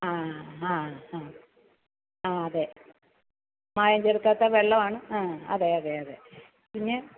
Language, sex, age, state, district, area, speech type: Malayalam, female, 60+, Kerala, Alappuzha, rural, conversation